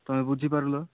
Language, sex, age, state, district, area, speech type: Odia, male, 18-30, Odisha, Malkangiri, rural, conversation